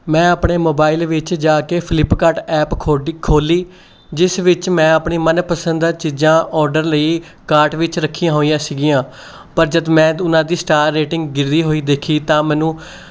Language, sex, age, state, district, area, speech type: Punjabi, male, 18-30, Punjab, Mohali, urban, spontaneous